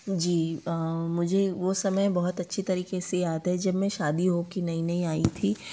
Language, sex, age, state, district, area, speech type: Hindi, female, 30-45, Madhya Pradesh, Betul, urban, spontaneous